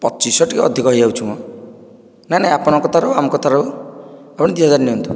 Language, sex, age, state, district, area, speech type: Odia, male, 45-60, Odisha, Nayagarh, rural, spontaneous